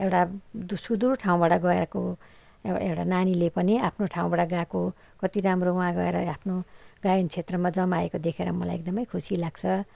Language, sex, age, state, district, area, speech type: Nepali, female, 60+, West Bengal, Kalimpong, rural, spontaneous